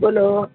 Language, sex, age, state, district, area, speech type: Gujarati, male, 60+, Gujarat, Rajkot, urban, conversation